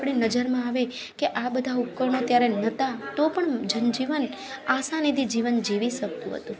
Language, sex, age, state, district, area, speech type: Gujarati, female, 30-45, Gujarat, Junagadh, urban, spontaneous